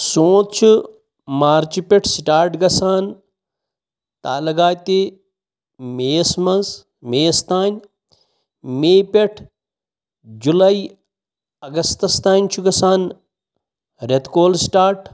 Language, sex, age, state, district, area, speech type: Kashmiri, male, 30-45, Jammu and Kashmir, Pulwama, urban, spontaneous